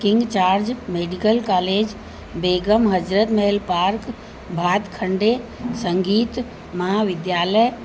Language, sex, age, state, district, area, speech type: Sindhi, female, 60+, Uttar Pradesh, Lucknow, urban, spontaneous